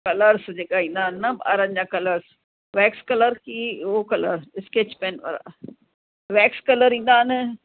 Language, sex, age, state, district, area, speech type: Sindhi, female, 60+, Uttar Pradesh, Lucknow, rural, conversation